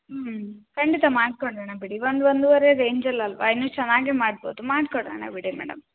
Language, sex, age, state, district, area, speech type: Kannada, female, 18-30, Karnataka, Shimoga, rural, conversation